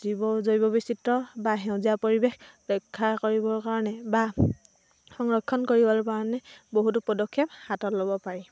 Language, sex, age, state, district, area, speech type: Assamese, female, 18-30, Assam, Dhemaji, rural, spontaneous